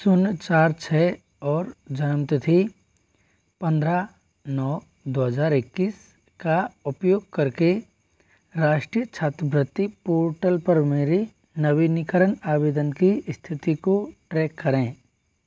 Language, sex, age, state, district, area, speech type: Hindi, male, 45-60, Rajasthan, Jaipur, urban, read